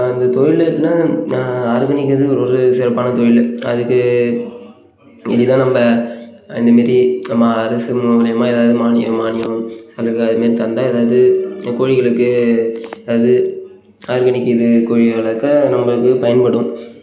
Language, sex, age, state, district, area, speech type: Tamil, male, 18-30, Tamil Nadu, Perambalur, rural, spontaneous